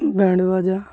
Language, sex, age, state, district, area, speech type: Odia, male, 30-45, Odisha, Malkangiri, urban, spontaneous